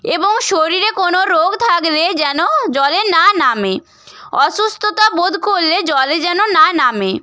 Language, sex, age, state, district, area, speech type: Bengali, female, 18-30, West Bengal, Purba Medinipur, rural, spontaneous